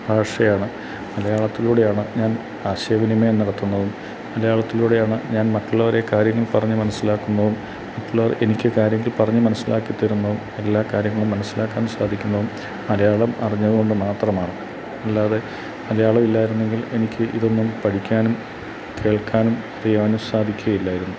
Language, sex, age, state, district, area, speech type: Malayalam, male, 45-60, Kerala, Kottayam, rural, spontaneous